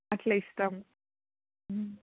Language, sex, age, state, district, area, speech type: Telugu, female, 18-30, Telangana, Adilabad, urban, conversation